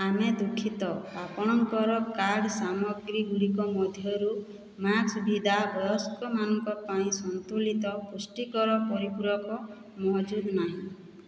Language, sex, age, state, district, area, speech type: Odia, female, 45-60, Odisha, Boudh, rural, read